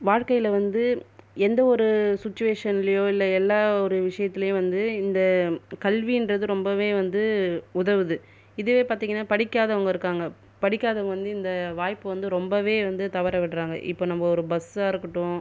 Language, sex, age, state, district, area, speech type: Tamil, female, 30-45, Tamil Nadu, Viluppuram, rural, spontaneous